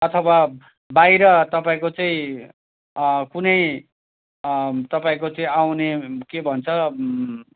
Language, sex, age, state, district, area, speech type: Nepali, male, 60+, West Bengal, Kalimpong, rural, conversation